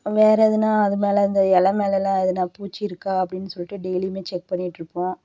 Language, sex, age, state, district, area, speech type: Tamil, female, 30-45, Tamil Nadu, Namakkal, rural, spontaneous